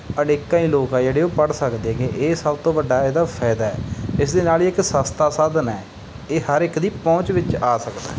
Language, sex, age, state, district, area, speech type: Punjabi, male, 18-30, Punjab, Bathinda, rural, spontaneous